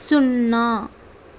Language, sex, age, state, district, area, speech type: Telugu, female, 18-30, Telangana, Medak, urban, read